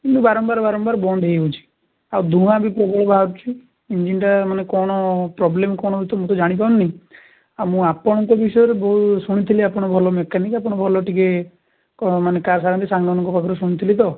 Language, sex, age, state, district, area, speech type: Odia, male, 18-30, Odisha, Balasore, rural, conversation